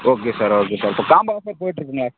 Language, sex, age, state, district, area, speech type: Tamil, male, 18-30, Tamil Nadu, Namakkal, rural, conversation